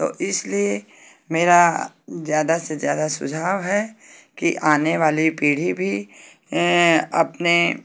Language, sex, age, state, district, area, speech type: Hindi, female, 45-60, Uttar Pradesh, Ghazipur, rural, spontaneous